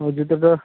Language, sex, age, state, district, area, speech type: Bengali, male, 60+, West Bengal, Purba Medinipur, rural, conversation